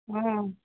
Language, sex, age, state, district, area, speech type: Odia, female, 60+, Odisha, Sundergarh, rural, conversation